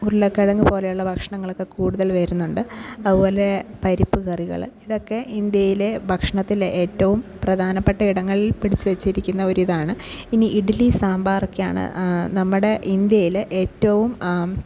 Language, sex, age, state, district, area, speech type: Malayalam, female, 18-30, Kerala, Kasaragod, rural, spontaneous